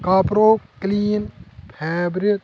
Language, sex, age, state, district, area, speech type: Kashmiri, male, 18-30, Jammu and Kashmir, Shopian, rural, read